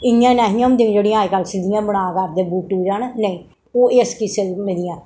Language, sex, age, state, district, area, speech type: Dogri, female, 60+, Jammu and Kashmir, Reasi, urban, spontaneous